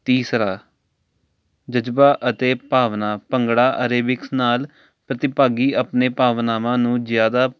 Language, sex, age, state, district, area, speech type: Punjabi, male, 18-30, Punjab, Jalandhar, urban, spontaneous